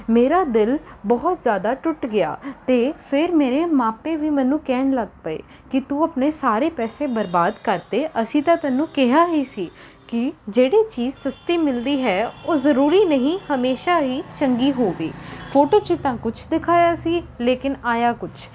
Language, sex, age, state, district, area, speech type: Punjabi, female, 18-30, Punjab, Rupnagar, urban, spontaneous